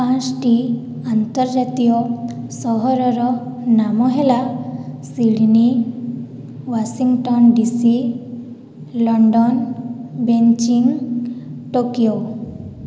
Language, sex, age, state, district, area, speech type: Odia, female, 45-60, Odisha, Boudh, rural, spontaneous